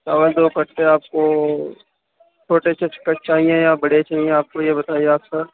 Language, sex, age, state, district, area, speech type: Urdu, male, 30-45, Uttar Pradesh, Muzaffarnagar, urban, conversation